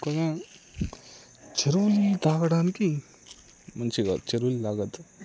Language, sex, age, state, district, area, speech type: Telugu, male, 18-30, Telangana, Peddapalli, rural, spontaneous